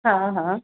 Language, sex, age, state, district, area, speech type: Sindhi, female, 45-60, Madhya Pradesh, Katni, urban, conversation